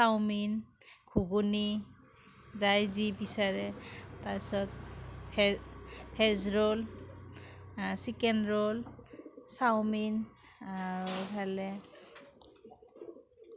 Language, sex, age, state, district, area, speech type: Assamese, female, 45-60, Assam, Kamrup Metropolitan, rural, spontaneous